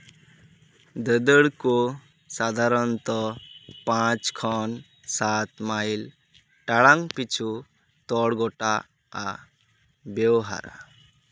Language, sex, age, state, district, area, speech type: Santali, male, 18-30, West Bengal, Purba Bardhaman, rural, read